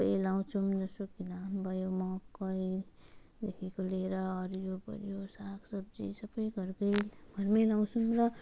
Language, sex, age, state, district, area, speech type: Nepali, female, 30-45, West Bengal, Jalpaiguri, rural, spontaneous